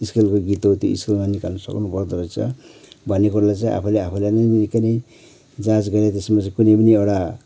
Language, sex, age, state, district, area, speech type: Nepali, male, 60+, West Bengal, Kalimpong, rural, spontaneous